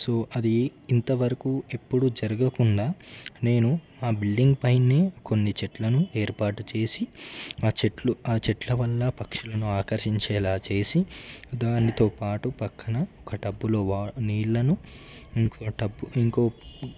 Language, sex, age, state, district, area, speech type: Telugu, male, 18-30, Telangana, Ranga Reddy, urban, spontaneous